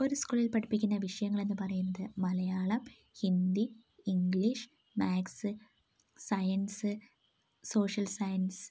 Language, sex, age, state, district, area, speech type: Malayalam, female, 18-30, Kerala, Wayanad, rural, spontaneous